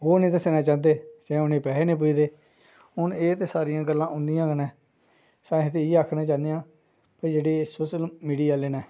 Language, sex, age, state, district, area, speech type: Dogri, male, 45-60, Jammu and Kashmir, Jammu, rural, spontaneous